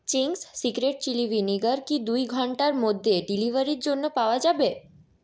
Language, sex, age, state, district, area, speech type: Bengali, female, 18-30, West Bengal, Purulia, urban, read